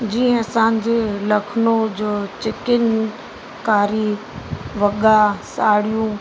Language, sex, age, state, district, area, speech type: Sindhi, female, 45-60, Uttar Pradesh, Lucknow, rural, spontaneous